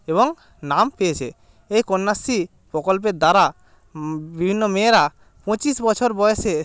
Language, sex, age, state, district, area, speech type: Bengali, male, 30-45, West Bengal, Jalpaiguri, rural, spontaneous